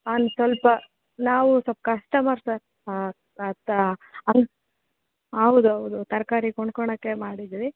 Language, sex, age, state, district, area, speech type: Kannada, female, 18-30, Karnataka, Bellary, urban, conversation